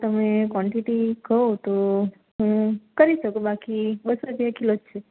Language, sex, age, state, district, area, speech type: Gujarati, female, 18-30, Gujarat, Surat, rural, conversation